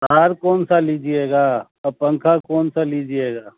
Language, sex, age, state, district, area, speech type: Urdu, male, 60+, Bihar, Supaul, rural, conversation